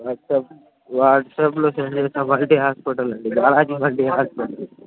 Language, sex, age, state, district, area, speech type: Telugu, male, 18-30, Telangana, Nalgonda, rural, conversation